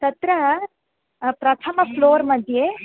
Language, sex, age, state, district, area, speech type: Sanskrit, female, 18-30, Tamil Nadu, Kanchipuram, urban, conversation